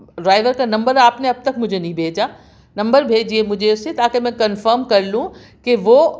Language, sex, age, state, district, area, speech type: Urdu, female, 60+, Delhi, South Delhi, urban, spontaneous